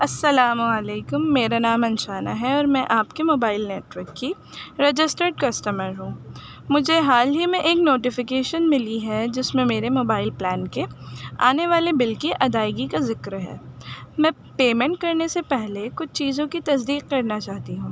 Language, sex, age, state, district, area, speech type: Urdu, female, 18-30, Delhi, North East Delhi, urban, spontaneous